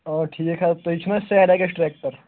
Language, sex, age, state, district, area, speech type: Kashmiri, male, 18-30, Jammu and Kashmir, Pulwama, urban, conversation